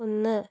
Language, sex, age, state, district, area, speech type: Malayalam, female, 60+, Kerala, Wayanad, rural, read